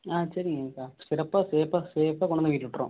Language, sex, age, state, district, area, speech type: Tamil, male, 18-30, Tamil Nadu, Erode, rural, conversation